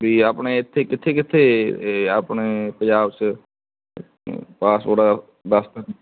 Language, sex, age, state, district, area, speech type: Punjabi, male, 30-45, Punjab, Muktsar, urban, conversation